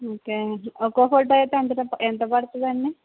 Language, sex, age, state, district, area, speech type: Telugu, female, 18-30, Andhra Pradesh, Eluru, rural, conversation